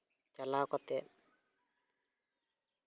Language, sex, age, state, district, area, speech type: Santali, male, 18-30, West Bengal, Purulia, rural, spontaneous